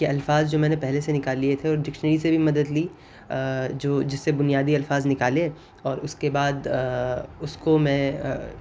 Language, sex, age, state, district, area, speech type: Urdu, male, 30-45, Uttar Pradesh, Gautam Buddha Nagar, urban, spontaneous